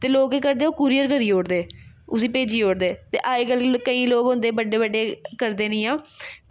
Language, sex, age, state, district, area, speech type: Dogri, female, 18-30, Jammu and Kashmir, Jammu, urban, spontaneous